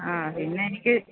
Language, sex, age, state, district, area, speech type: Malayalam, female, 30-45, Kerala, Idukki, rural, conversation